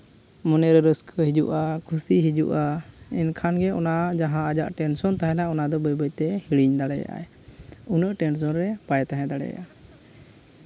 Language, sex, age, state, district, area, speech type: Santali, male, 30-45, Jharkhand, East Singhbhum, rural, spontaneous